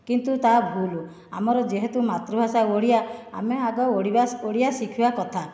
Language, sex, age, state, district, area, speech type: Odia, female, 45-60, Odisha, Khordha, rural, spontaneous